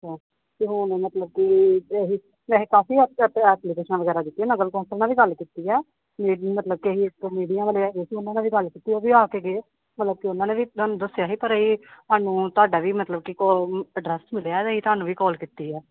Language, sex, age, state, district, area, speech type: Punjabi, female, 30-45, Punjab, Gurdaspur, urban, conversation